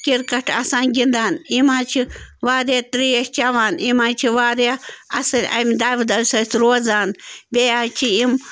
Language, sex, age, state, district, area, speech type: Kashmiri, female, 30-45, Jammu and Kashmir, Bandipora, rural, spontaneous